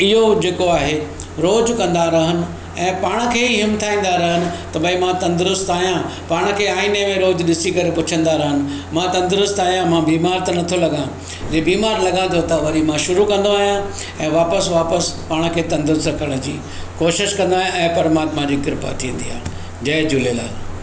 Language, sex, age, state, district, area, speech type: Sindhi, male, 60+, Maharashtra, Mumbai Suburban, urban, spontaneous